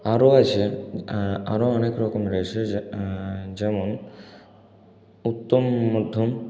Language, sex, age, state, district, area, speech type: Bengali, male, 18-30, West Bengal, Purulia, urban, spontaneous